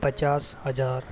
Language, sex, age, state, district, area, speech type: Hindi, male, 18-30, Madhya Pradesh, Jabalpur, urban, spontaneous